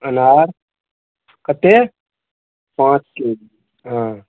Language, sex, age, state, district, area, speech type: Maithili, male, 60+, Bihar, Araria, rural, conversation